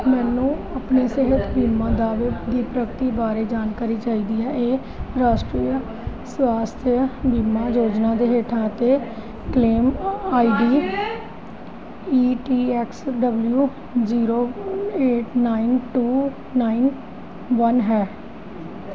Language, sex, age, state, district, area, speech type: Punjabi, female, 45-60, Punjab, Gurdaspur, urban, read